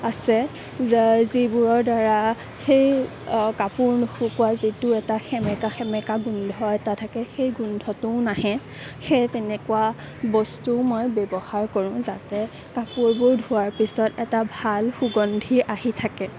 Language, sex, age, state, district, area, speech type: Assamese, female, 18-30, Assam, Kamrup Metropolitan, urban, spontaneous